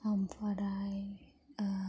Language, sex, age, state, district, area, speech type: Bodo, female, 18-30, Assam, Kokrajhar, rural, spontaneous